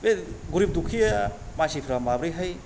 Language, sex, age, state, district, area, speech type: Bodo, male, 45-60, Assam, Kokrajhar, rural, spontaneous